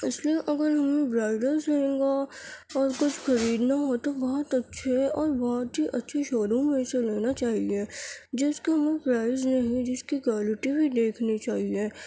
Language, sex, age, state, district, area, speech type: Urdu, female, 45-60, Delhi, Central Delhi, urban, spontaneous